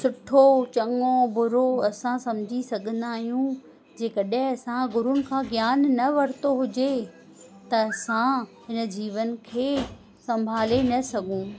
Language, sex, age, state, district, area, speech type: Sindhi, female, 45-60, Rajasthan, Ajmer, urban, spontaneous